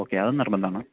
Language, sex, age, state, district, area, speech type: Malayalam, male, 18-30, Kerala, Palakkad, rural, conversation